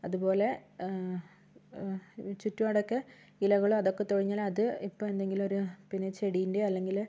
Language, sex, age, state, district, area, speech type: Malayalam, female, 30-45, Kerala, Wayanad, rural, spontaneous